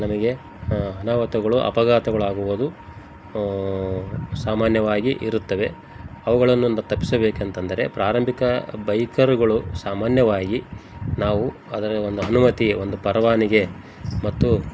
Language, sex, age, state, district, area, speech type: Kannada, male, 45-60, Karnataka, Koppal, rural, spontaneous